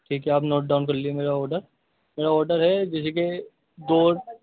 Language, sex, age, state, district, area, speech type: Urdu, male, 18-30, Delhi, North West Delhi, urban, conversation